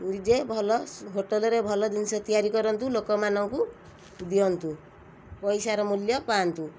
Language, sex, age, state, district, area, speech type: Odia, female, 45-60, Odisha, Kendrapara, urban, spontaneous